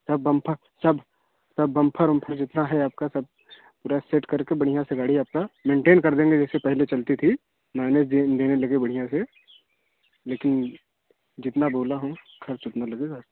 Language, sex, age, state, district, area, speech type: Hindi, male, 18-30, Uttar Pradesh, Jaunpur, urban, conversation